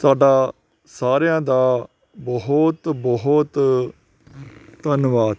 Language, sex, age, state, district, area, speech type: Punjabi, male, 45-60, Punjab, Faridkot, urban, spontaneous